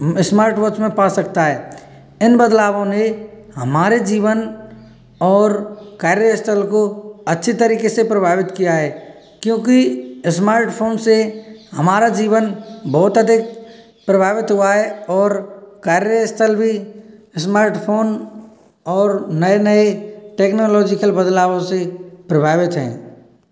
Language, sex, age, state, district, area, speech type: Hindi, male, 18-30, Rajasthan, Karauli, rural, spontaneous